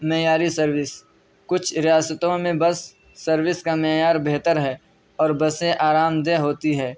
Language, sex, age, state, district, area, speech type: Urdu, male, 18-30, Uttar Pradesh, Saharanpur, urban, spontaneous